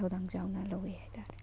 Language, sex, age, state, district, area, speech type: Manipuri, female, 18-30, Manipur, Thoubal, rural, spontaneous